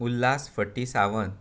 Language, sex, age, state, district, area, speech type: Goan Konkani, male, 30-45, Goa, Bardez, rural, spontaneous